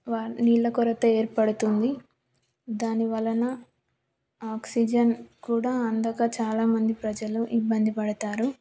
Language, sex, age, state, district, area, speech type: Telugu, female, 18-30, Telangana, Karimnagar, rural, spontaneous